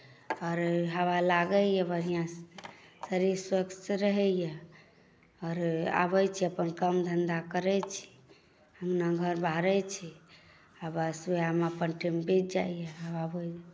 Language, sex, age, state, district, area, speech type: Maithili, male, 60+, Bihar, Saharsa, rural, spontaneous